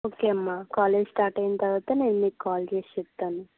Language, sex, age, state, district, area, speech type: Telugu, female, 18-30, Andhra Pradesh, Anakapalli, rural, conversation